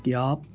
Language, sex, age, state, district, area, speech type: Urdu, male, 18-30, Bihar, Gaya, urban, spontaneous